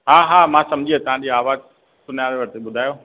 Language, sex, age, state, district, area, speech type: Sindhi, male, 30-45, Gujarat, Surat, urban, conversation